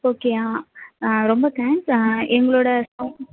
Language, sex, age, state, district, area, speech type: Tamil, female, 18-30, Tamil Nadu, Sivaganga, rural, conversation